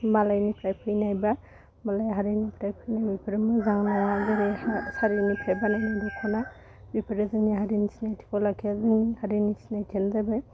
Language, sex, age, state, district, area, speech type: Bodo, female, 18-30, Assam, Udalguri, urban, spontaneous